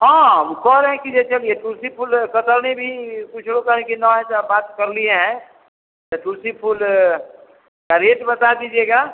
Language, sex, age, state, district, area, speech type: Hindi, male, 45-60, Bihar, Vaishali, urban, conversation